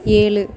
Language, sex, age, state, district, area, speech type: Tamil, female, 18-30, Tamil Nadu, Thanjavur, rural, read